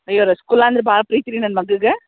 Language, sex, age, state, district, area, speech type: Kannada, female, 45-60, Karnataka, Dharwad, rural, conversation